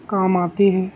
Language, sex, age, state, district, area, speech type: Urdu, male, 18-30, Telangana, Hyderabad, urban, spontaneous